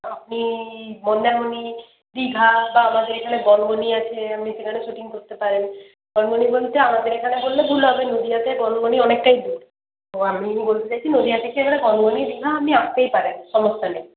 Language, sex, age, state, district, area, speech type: Bengali, female, 18-30, West Bengal, Nadia, rural, conversation